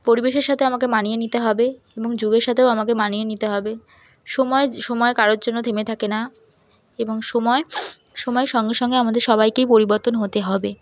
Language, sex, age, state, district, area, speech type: Bengali, female, 18-30, West Bengal, South 24 Parganas, rural, spontaneous